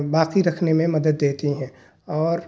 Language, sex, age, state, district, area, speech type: Urdu, male, 30-45, Delhi, South Delhi, urban, spontaneous